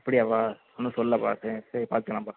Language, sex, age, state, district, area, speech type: Tamil, male, 18-30, Tamil Nadu, Ariyalur, rural, conversation